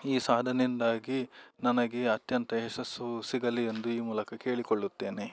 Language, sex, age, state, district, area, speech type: Kannada, male, 18-30, Karnataka, Udupi, rural, spontaneous